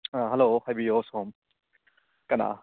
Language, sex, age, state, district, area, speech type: Manipuri, male, 30-45, Manipur, Churachandpur, rural, conversation